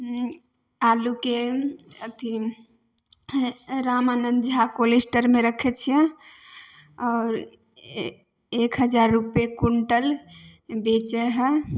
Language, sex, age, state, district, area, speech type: Maithili, female, 18-30, Bihar, Samastipur, urban, spontaneous